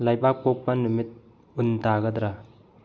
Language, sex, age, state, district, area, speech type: Manipuri, male, 18-30, Manipur, Bishnupur, rural, read